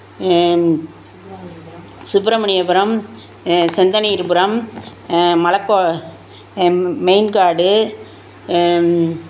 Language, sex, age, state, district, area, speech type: Tamil, female, 60+, Tamil Nadu, Tiruchirappalli, rural, spontaneous